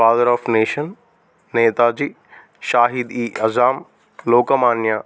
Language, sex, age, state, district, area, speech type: Telugu, male, 30-45, Telangana, Adilabad, rural, spontaneous